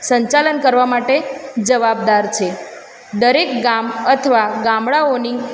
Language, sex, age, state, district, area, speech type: Gujarati, female, 30-45, Gujarat, Ahmedabad, urban, spontaneous